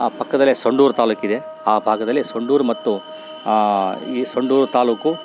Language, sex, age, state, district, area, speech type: Kannada, male, 60+, Karnataka, Bellary, rural, spontaneous